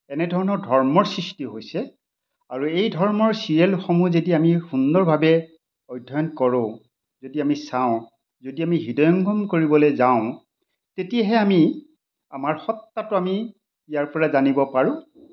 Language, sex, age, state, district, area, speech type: Assamese, male, 60+, Assam, Majuli, urban, spontaneous